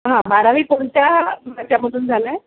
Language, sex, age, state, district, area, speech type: Marathi, female, 30-45, Maharashtra, Sindhudurg, rural, conversation